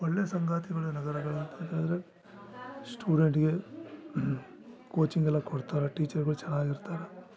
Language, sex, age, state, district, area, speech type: Kannada, male, 45-60, Karnataka, Bellary, rural, spontaneous